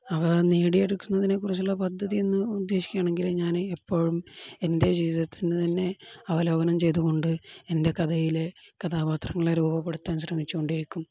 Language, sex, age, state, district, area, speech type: Malayalam, male, 18-30, Kerala, Kozhikode, rural, spontaneous